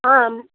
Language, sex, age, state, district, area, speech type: Sanskrit, female, 30-45, Tamil Nadu, Chennai, urban, conversation